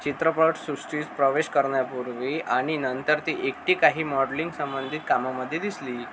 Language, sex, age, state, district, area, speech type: Marathi, male, 18-30, Maharashtra, Akola, rural, read